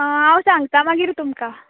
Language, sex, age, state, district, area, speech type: Goan Konkani, female, 18-30, Goa, Canacona, rural, conversation